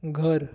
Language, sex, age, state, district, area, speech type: Goan Konkani, male, 18-30, Goa, Tiswadi, rural, read